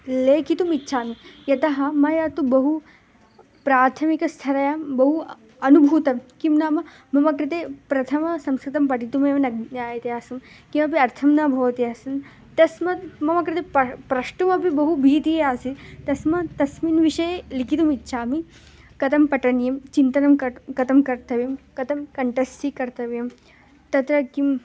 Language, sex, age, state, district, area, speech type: Sanskrit, female, 18-30, Karnataka, Bangalore Rural, rural, spontaneous